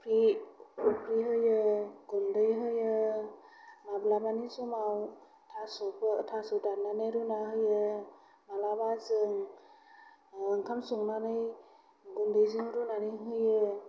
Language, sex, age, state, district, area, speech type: Bodo, female, 45-60, Assam, Kokrajhar, rural, spontaneous